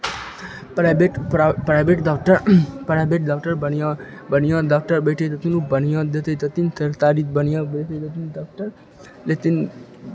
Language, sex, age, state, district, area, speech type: Maithili, male, 18-30, Bihar, Begusarai, rural, spontaneous